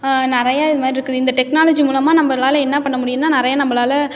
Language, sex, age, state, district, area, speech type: Tamil, female, 18-30, Tamil Nadu, Tiruchirappalli, rural, spontaneous